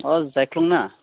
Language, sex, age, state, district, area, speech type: Bodo, male, 18-30, Assam, Baksa, rural, conversation